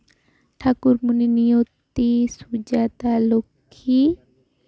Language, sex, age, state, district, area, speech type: Santali, female, 18-30, West Bengal, Jhargram, rural, spontaneous